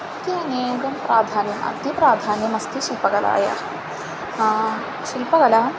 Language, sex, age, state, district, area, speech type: Sanskrit, female, 18-30, Kerala, Thrissur, rural, spontaneous